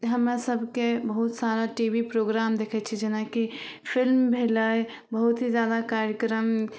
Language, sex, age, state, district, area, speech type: Maithili, female, 18-30, Bihar, Samastipur, urban, spontaneous